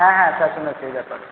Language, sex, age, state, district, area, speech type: Bengali, male, 18-30, West Bengal, Purba Bardhaman, urban, conversation